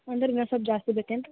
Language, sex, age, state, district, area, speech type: Kannada, female, 18-30, Karnataka, Gulbarga, urban, conversation